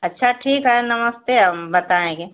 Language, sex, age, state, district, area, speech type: Hindi, female, 60+, Uttar Pradesh, Mau, urban, conversation